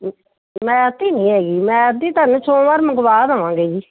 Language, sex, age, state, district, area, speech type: Punjabi, female, 45-60, Punjab, Firozpur, rural, conversation